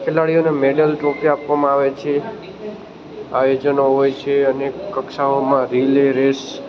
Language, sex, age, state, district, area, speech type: Gujarati, male, 18-30, Gujarat, Junagadh, urban, spontaneous